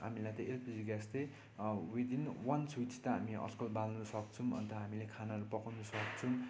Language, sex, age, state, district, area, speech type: Nepali, male, 18-30, West Bengal, Darjeeling, rural, spontaneous